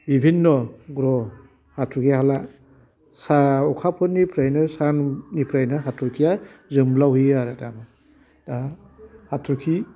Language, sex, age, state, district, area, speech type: Bodo, male, 60+, Assam, Baksa, rural, spontaneous